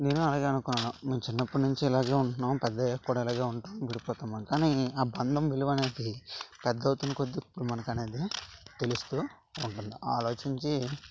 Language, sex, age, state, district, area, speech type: Telugu, male, 30-45, Andhra Pradesh, Vizianagaram, rural, spontaneous